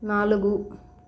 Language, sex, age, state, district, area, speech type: Telugu, female, 18-30, Telangana, Vikarabad, urban, read